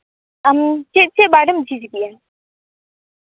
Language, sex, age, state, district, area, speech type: Santali, female, 18-30, West Bengal, Purba Bardhaman, rural, conversation